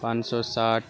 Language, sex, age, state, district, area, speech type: Urdu, male, 18-30, Bihar, Saharsa, rural, spontaneous